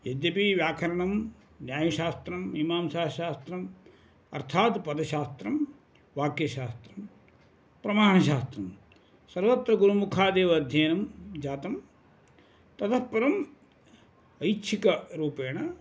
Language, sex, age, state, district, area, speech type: Sanskrit, male, 60+, Karnataka, Uttara Kannada, rural, spontaneous